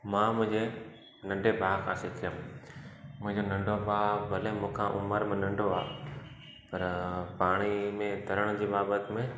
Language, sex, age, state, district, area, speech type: Sindhi, male, 30-45, Gujarat, Junagadh, rural, spontaneous